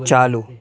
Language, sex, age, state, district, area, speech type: Urdu, male, 45-60, Delhi, Central Delhi, urban, read